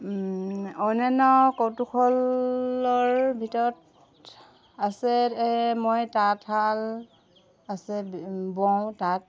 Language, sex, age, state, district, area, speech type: Assamese, female, 30-45, Assam, Golaghat, urban, spontaneous